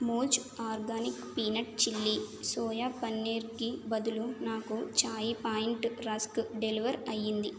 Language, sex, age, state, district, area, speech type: Telugu, female, 30-45, Andhra Pradesh, Konaseema, urban, read